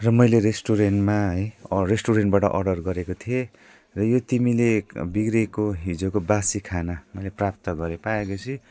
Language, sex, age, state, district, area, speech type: Nepali, male, 45-60, West Bengal, Jalpaiguri, urban, spontaneous